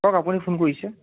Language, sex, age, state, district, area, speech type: Assamese, male, 45-60, Assam, Morigaon, rural, conversation